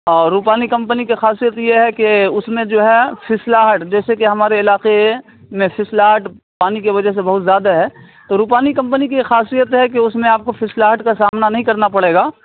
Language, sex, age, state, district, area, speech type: Urdu, male, 30-45, Bihar, Saharsa, urban, conversation